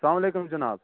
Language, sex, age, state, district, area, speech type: Kashmiri, male, 18-30, Jammu and Kashmir, Budgam, rural, conversation